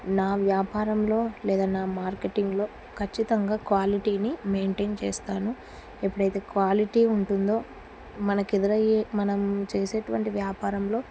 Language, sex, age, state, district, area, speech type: Telugu, female, 45-60, Andhra Pradesh, Kurnool, rural, spontaneous